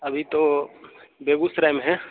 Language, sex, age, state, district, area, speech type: Hindi, male, 18-30, Bihar, Begusarai, urban, conversation